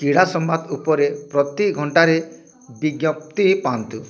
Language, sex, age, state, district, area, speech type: Odia, male, 45-60, Odisha, Bargarh, urban, read